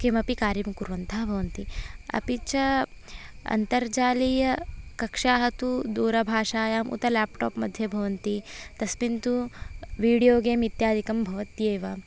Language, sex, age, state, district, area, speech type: Sanskrit, female, 18-30, Karnataka, Davanagere, urban, spontaneous